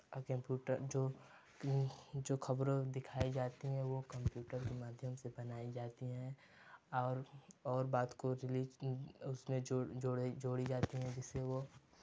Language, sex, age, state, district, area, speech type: Hindi, male, 18-30, Uttar Pradesh, Chandauli, rural, spontaneous